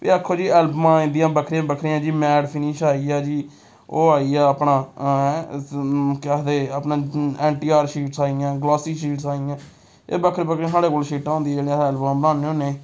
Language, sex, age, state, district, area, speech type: Dogri, male, 18-30, Jammu and Kashmir, Samba, rural, spontaneous